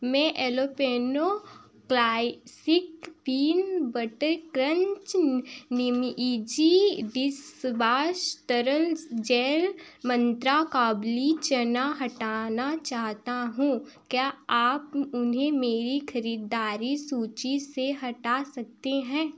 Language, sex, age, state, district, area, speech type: Hindi, female, 18-30, Uttar Pradesh, Prayagraj, urban, read